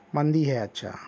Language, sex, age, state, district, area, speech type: Urdu, female, 45-60, Telangana, Hyderabad, urban, spontaneous